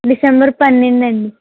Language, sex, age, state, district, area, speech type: Telugu, female, 30-45, Andhra Pradesh, Konaseema, rural, conversation